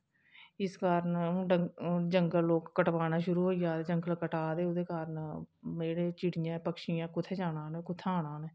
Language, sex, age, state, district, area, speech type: Dogri, female, 30-45, Jammu and Kashmir, Kathua, rural, spontaneous